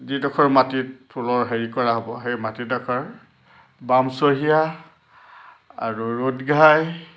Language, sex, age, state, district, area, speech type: Assamese, male, 60+, Assam, Lakhimpur, urban, spontaneous